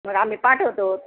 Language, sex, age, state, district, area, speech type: Marathi, female, 60+, Maharashtra, Nanded, urban, conversation